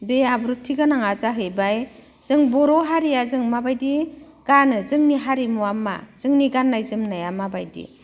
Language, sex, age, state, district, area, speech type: Bodo, female, 45-60, Assam, Udalguri, rural, spontaneous